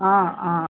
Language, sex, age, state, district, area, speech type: Assamese, female, 60+, Assam, Golaghat, urban, conversation